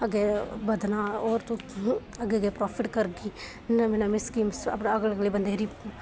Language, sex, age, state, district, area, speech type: Dogri, female, 18-30, Jammu and Kashmir, Kathua, rural, spontaneous